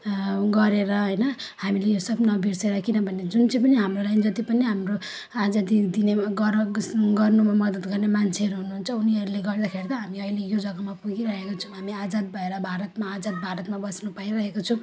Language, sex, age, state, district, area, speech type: Nepali, female, 30-45, West Bengal, Jalpaiguri, rural, spontaneous